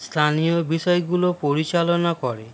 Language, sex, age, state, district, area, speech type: Bengali, male, 30-45, West Bengal, Howrah, urban, spontaneous